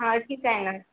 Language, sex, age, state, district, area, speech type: Marathi, female, 18-30, Maharashtra, Wardha, rural, conversation